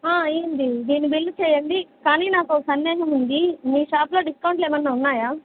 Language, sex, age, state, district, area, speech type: Telugu, female, 18-30, Andhra Pradesh, Sri Satya Sai, urban, conversation